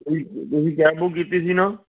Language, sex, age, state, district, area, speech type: Punjabi, male, 45-60, Punjab, Amritsar, urban, conversation